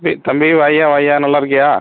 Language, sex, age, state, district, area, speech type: Tamil, male, 30-45, Tamil Nadu, Pudukkottai, rural, conversation